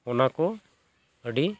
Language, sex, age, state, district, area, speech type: Santali, male, 45-60, Jharkhand, Bokaro, rural, spontaneous